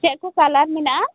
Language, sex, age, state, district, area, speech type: Santali, female, 18-30, West Bengal, Birbhum, rural, conversation